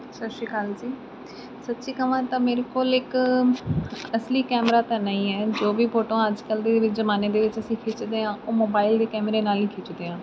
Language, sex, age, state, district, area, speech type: Punjabi, female, 18-30, Punjab, Mansa, urban, spontaneous